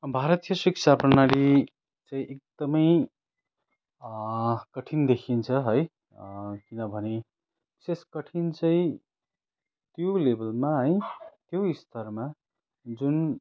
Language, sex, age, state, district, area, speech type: Nepali, male, 30-45, West Bengal, Kalimpong, rural, spontaneous